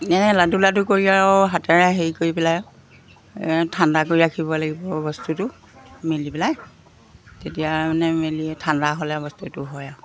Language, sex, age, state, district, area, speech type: Assamese, female, 60+, Assam, Golaghat, rural, spontaneous